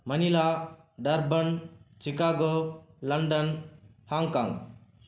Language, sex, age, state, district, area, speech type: Telugu, male, 18-30, Andhra Pradesh, Sri Balaji, rural, spontaneous